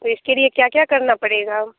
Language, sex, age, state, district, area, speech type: Hindi, female, 30-45, Bihar, Muzaffarpur, rural, conversation